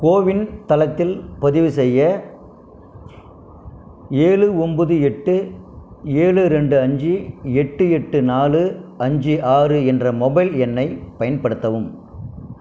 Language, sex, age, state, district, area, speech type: Tamil, male, 60+, Tamil Nadu, Krishnagiri, rural, read